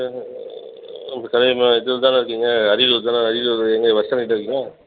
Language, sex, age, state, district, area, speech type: Tamil, male, 30-45, Tamil Nadu, Ariyalur, rural, conversation